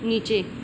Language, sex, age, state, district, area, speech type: Hindi, female, 30-45, Uttar Pradesh, Mau, rural, read